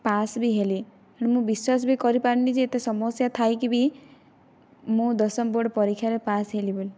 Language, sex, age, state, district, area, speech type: Odia, female, 18-30, Odisha, Kandhamal, rural, spontaneous